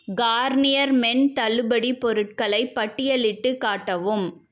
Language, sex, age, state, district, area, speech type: Tamil, female, 30-45, Tamil Nadu, Cuddalore, urban, read